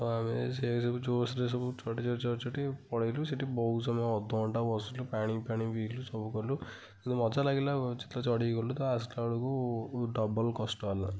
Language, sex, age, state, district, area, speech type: Odia, male, 30-45, Odisha, Kendujhar, urban, spontaneous